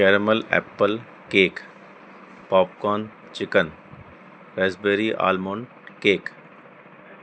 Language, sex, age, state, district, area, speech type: Urdu, male, 30-45, Delhi, North East Delhi, urban, spontaneous